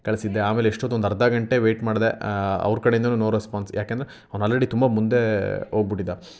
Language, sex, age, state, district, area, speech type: Kannada, male, 18-30, Karnataka, Chitradurga, rural, spontaneous